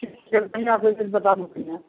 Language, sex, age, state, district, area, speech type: Maithili, male, 60+, Bihar, Samastipur, rural, conversation